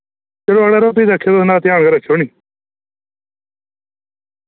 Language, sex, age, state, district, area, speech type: Dogri, male, 18-30, Jammu and Kashmir, Reasi, rural, conversation